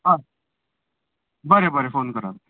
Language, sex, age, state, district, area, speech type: Goan Konkani, male, 18-30, Goa, Canacona, rural, conversation